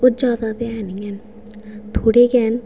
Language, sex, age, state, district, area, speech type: Dogri, female, 18-30, Jammu and Kashmir, Udhampur, rural, spontaneous